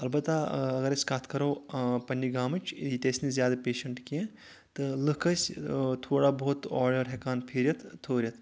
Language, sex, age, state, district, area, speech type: Kashmiri, male, 18-30, Jammu and Kashmir, Anantnag, rural, spontaneous